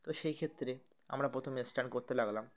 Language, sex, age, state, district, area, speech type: Bengali, male, 18-30, West Bengal, Uttar Dinajpur, urban, spontaneous